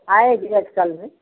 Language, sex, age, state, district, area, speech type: Hindi, female, 60+, Uttar Pradesh, Chandauli, rural, conversation